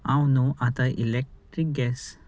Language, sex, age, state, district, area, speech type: Goan Konkani, male, 30-45, Goa, Salcete, rural, spontaneous